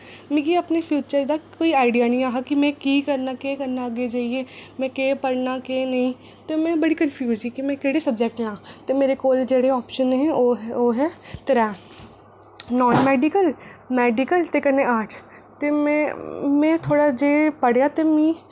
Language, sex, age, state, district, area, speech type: Dogri, female, 18-30, Jammu and Kashmir, Reasi, urban, spontaneous